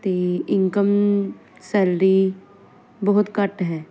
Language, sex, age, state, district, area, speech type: Punjabi, female, 18-30, Punjab, Ludhiana, urban, spontaneous